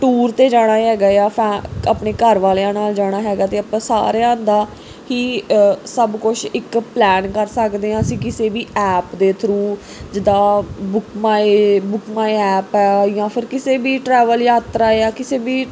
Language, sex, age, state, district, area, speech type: Punjabi, female, 18-30, Punjab, Pathankot, rural, spontaneous